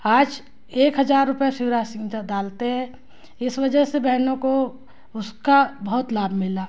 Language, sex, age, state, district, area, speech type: Hindi, female, 30-45, Madhya Pradesh, Betul, rural, spontaneous